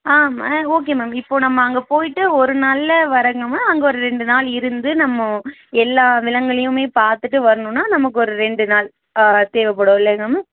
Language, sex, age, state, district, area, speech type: Tamil, female, 18-30, Tamil Nadu, Nilgiris, rural, conversation